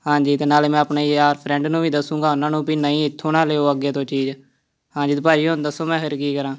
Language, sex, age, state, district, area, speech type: Punjabi, male, 18-30, Punjab, Amritsar, urban, spontaneous